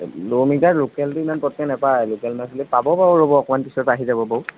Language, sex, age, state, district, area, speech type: Assamese, male, 45-60, Assam, Darrang, rural, conversation